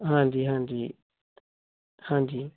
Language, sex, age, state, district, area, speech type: Punjabi, male, 30-45, Punjab, Tarn Taran, urban, conversation